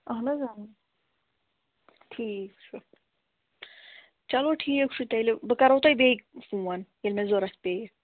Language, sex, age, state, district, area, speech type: Kashmiri, female, 18-30, Jammu and Kashmir, Bandipora, rural, conversation